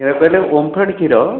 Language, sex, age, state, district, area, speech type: Odia, male, 60+, Odisha, Khordha, rural, conversation